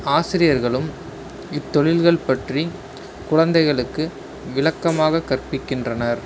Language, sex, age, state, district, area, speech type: Tamil, male, 30-45, Tamil Nadu, Ariyalur, rural, spontaneous